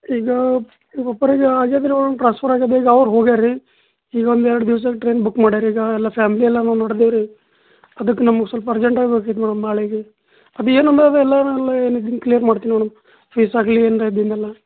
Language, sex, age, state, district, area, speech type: Kannada, male, 30-45, Karnataka, Bidar, rural, conversation